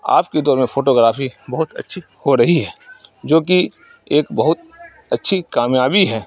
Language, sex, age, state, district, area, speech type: Urdu, male, 30-45, Bihar, Saharsa, rural, spontaneous